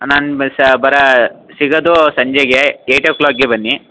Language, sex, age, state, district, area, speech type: Kannada, male, 18-30, Karnataka, Mysore, urban, conversation